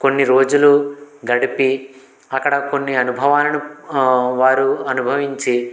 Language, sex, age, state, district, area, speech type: Telugu, male, 18-30, Andhra Pradesh, Konaseema, rural, spontaneous